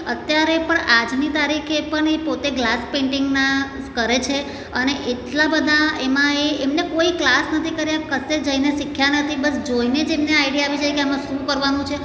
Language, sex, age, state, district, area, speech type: Gujarati, female, 45-60, Gujarat, Surat, urban, spontaneous